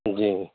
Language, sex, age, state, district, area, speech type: Urdu, male, 18-30, Bihar, Purnia, rural, conversation